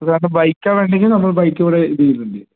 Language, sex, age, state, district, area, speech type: Malayalam, female, 45-60, Kerala, Wayanad, rural, conversation